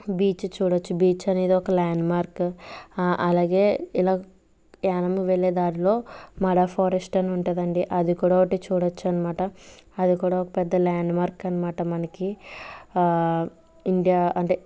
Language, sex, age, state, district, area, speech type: Telugu, female, 45-60, Andhra Pradesh, Kakinada, rural, spontaneous